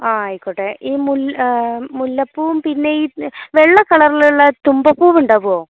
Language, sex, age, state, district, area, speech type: Malayalam, female, 30-45, Kerala, Wayanad, rural, conversation